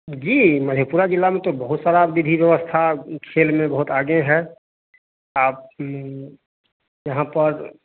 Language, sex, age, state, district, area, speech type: Hindi, male, 30-45, Bihar, Madhepura, rural, conversation